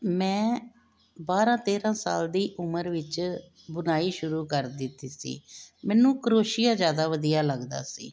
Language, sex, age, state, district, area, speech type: Punjabi, female, 45-60, Punjab, Jalandhar, urban, spontaneous